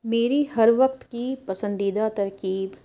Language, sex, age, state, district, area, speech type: Urdu, female, 18-30, Uttar Pradesh, Lucknow, rural, spontaneous